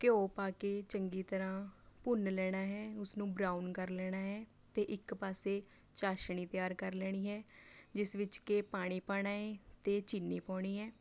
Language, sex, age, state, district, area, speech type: Punjabi, female, 18-30, Punjab, Mohali, rural, spontaneous